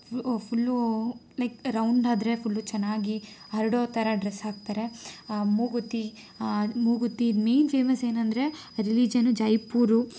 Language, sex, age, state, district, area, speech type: Kannada, female, 18-30, Karnataka, Tumkur, urban, spontaneous